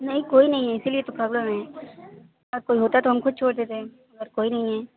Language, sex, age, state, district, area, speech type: Urdu, female, 18-30, Uttar Pradesh, Mau, urban, conversation